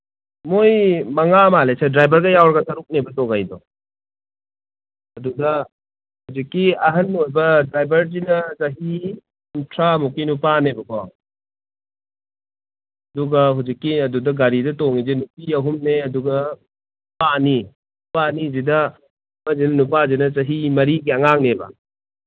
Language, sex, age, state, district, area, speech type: Manipuri, male, 45-60, Manipur, Imphal East, rural, conversation